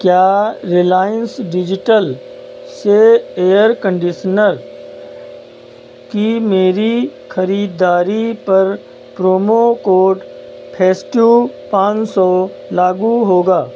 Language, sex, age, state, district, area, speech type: Hindi, male, 45-60, Uttar Pradesh, Hardoi, rural, read